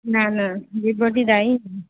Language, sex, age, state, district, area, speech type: Bengali, female, 18-30, West Bengal, Murshidabad, rural, conversation